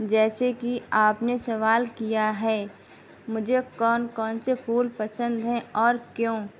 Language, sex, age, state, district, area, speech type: Urdu, female, 18-30, Uttar Pradesh, Shahjahanpur, urban, spontaneous